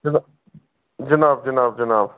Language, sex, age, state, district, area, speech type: Kashmiri, male, 30-45, Jammu and Kashmir, Baramulla, urban, conversation